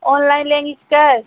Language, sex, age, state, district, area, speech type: Hindi, female, 30-45, Uttar Pradesh, Mau, rural, conversation